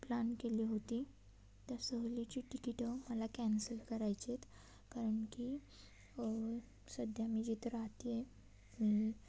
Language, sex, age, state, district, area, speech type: Marathi, female, 18-30, Maharashtra, Satara, urban, spontaneous